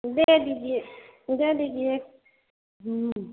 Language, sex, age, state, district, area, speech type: Hindi, female, 30-45, Uttar Pradesh, Bhadohi, rural, conversation